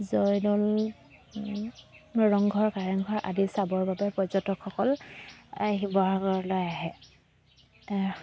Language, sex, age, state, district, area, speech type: Assamese, female, 30-45, Assam, Dibrugarh, rural, spontaneous